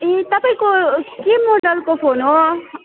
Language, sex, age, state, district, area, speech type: Nepali, female, 18-30, West Bengal, Alipurduar, urban, conversation